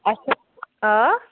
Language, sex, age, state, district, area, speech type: Kashmiri, female, 18-30, Jammu and Kashmir, Bandipora, rural, conversation